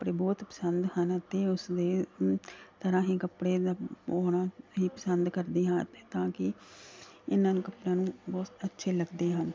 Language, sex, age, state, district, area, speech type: Punjabi, female, 30-45, Punjab, Mansa, urban, spontaneous